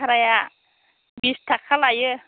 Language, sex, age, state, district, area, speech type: Bodo, female, 60+, Assam, Chirang, rural, conversation